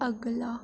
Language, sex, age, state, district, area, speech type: Dogri, female, 18-30, Jammu and Kashmir, Udhampur, rural, read